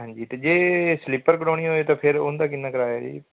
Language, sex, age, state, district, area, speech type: Punjabi, male, 18-30, Punjab, Fazilka, rural, conversation